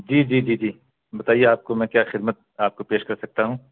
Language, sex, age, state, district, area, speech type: Urdu, male, 30-45, Bihar, Purnia, rural, conversation